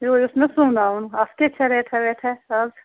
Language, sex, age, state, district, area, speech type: Kashmiri, female, 60+, Jammu and Kashmir, Srinagar, urban, conversation